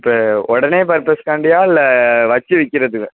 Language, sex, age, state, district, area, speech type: Tamil, male, 18-30, Tamil Nadu, Perambalur, urban, conversation